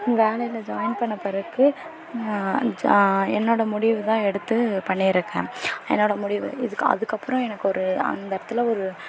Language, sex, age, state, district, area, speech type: Tamil, female, 18-30, Tamil Nadu, Perambalur, rural, spontaneous